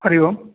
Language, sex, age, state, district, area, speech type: Sanskrit, male, 45-60, Andhra Pradesh, Kurnool, urban, conversation